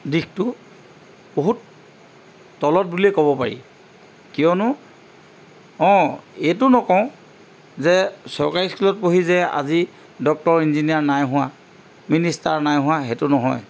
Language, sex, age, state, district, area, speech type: Assamese, male, 60+, Assam, Charaideo, urban, spontaneous